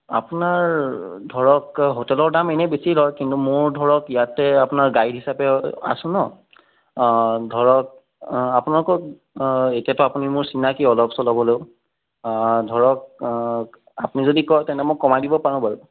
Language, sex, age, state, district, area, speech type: Assamese, male, 30-45, Assam, Sonitpur, urban, conversation